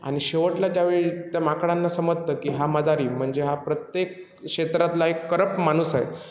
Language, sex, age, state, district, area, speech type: Marathi, male, 18-30, Maharashtra, Sindhudurg, rural, spontaneous